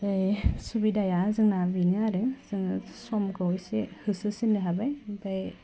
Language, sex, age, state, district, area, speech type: Bodo, female, 18-30, Assam, Udalguri, urban, spontaneous